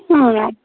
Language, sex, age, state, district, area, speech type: Kannada, female, 30-45, Karnataka, Koppal, urban, conversation